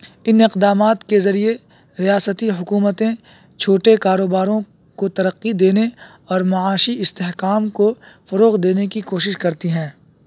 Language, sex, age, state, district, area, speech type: Urdu, male, 18-30, Uttar Pradesh, Saharanpur, urban, spontaneous